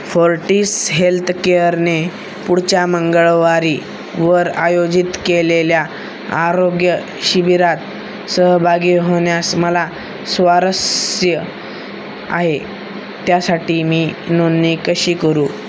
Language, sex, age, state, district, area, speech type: Marathi, male, 18-30, Maharashtra, Osmanabad, rural, read